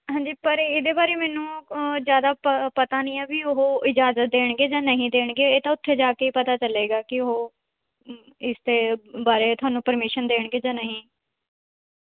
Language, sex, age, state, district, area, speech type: Punjabi, female, 18-30, Punjab, Mohali, urban, conversation